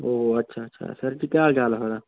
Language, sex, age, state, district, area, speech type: Dogri, male, 18-30, Jammu and Kashmir, Udhampur, rural, conversation